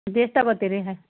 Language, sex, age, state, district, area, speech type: Kannada, female, 30-45, Karnataka, Gulbarga, urban, conversation